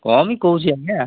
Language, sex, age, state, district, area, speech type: Odia, male, 45-60, Odisha, Malkangiri, urban, conversation